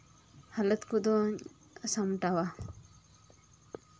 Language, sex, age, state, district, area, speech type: Santali, female, 30-45, West Bengal, Birbhum, rural, spontaneous